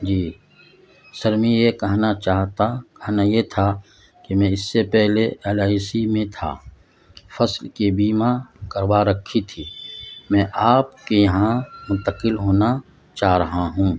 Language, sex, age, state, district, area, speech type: Urdu, male, 45-60, Bihar, Madhubani, rural, spontaneous